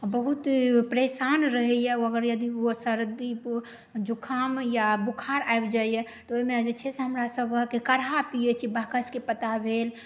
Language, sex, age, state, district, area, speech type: Maithili, female, 18-30, Bihar, Saharsa, urban, spontaneous